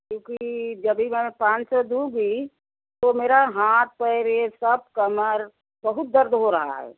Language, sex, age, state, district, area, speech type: Hindi, female, 60+, Uttar Pradesh, Jaunpur, rural, conversation